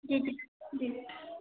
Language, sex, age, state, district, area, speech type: Hindi, female, 18-30, Uttar Pradesh, Bhadohi, rural, conversation